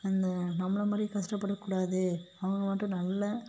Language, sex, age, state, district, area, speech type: Tamil, female, 30-45, Tamil Nadu, Mayiladuthurai, rural, spontaneous